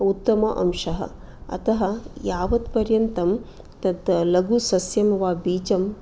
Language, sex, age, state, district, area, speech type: Sanskrit, female, 45-60, Karnataka, Dakshina Kannada, urban, spontaneous